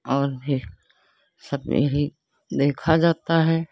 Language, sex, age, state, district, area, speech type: Hindi, female, 60+, Uttar Pradesh, Lucknow, urban, spontaneous